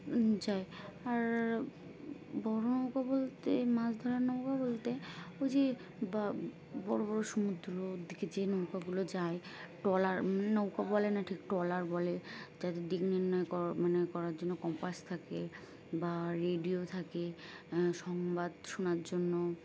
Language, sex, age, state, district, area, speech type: Bengali, female, 18-30, West Bengal, Birbhum, urban, spontaneous